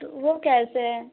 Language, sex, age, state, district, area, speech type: Hindi, female, 18-30, Uttar Pradesh, Azamgarh, urban, conversation